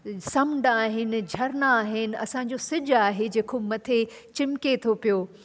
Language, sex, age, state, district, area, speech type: Sindhi, female, 45-60, Delhi, South Delhi, urban, spontaneous